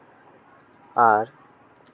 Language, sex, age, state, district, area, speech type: Santali, male, 18-30, West Bengal, Purba Bardhaman, rural, spontaneous